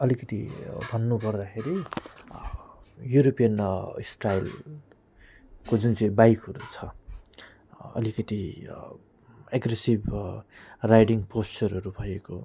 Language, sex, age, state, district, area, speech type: Nepali, male, 45-60, West Bengal, Alipurduar, rural, spontaneous